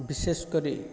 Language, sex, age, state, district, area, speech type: Odia, male, 30-45, Odisha, Kendrapara, urban, spontaneous